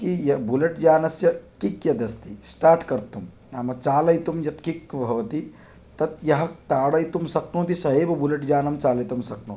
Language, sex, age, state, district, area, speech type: Sanskrit, male, 18-30, Odisha, Jagatsinghpur, urban, spontaneous